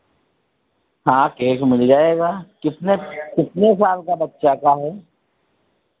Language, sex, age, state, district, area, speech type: Hindi, male, 60+, Uttar Pradesh, Sitapur, rural, conversation